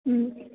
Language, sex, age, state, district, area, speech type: Tamil, female, 18-30, Tamil Nadu, Thanjavur, urban, conversation